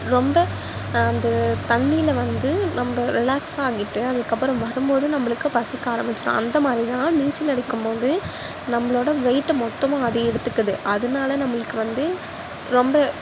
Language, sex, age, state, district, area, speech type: Tamil, female, 18-30, Tamil Nadu, Nagapattinam, rural, spontaneous